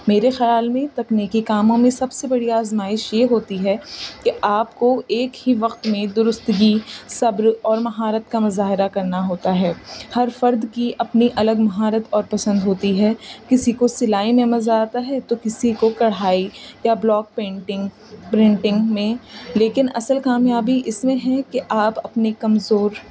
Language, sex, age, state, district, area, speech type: Urdu, female, 18-30, Uttar Pradesh, Rampur, urban, spontaneous